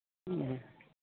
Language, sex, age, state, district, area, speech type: Santali, male, 60+, Jharkhand, East Singhbhum, rural, conversation